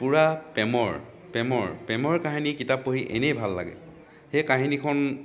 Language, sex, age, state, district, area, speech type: Assamese, male, 30-45, Assam, Dhemaji, rural, spontaneous